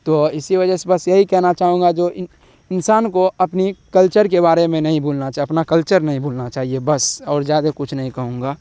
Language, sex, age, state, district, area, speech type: Urdu, male, 18-30, Bihar, Darbhanga, rural, spontaneous